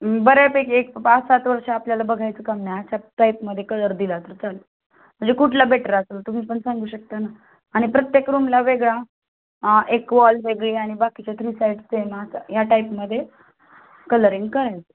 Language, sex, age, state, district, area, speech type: Marathi, female, 30-45, Maharashtra, Osmanabad, rural, conversation